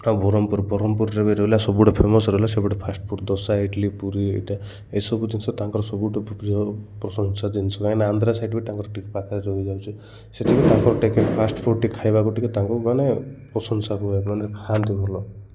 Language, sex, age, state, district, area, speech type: Odia, male, 30-45, Odisha, Koraput, urban, spontaneous